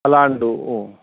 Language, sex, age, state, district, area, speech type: Sanskrit, male, 30-45, Karnataka, Dakshina Kannada, rural, conversation